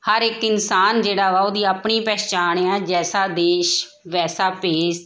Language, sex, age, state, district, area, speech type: Punjabi, female, 30-45, Punjab, Tarn Taran, urban, spontaneous